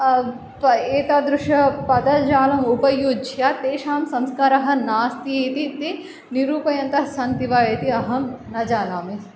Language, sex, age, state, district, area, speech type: Sanskrit, female, 18-30, Andhra Pradesh, Chittoor, urban, spontaneous